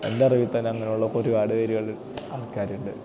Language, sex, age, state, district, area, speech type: Malayalam, male, 18-30, Kerala, Idukki, rural, spontaneous